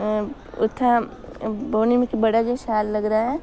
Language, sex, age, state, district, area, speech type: Dogri, female, 18-30, Jammu and Kashmir, Udhampur, rural, spontaneous